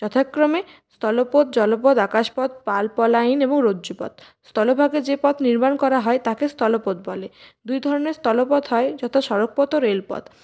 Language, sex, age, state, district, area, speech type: Bengali, female, 30-45, West Bengal, Purulia, urban, spontaneous